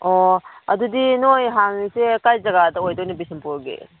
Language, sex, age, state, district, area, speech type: Manipuri, female, 30-45, Manipur, Kangpokpi, urban, conversation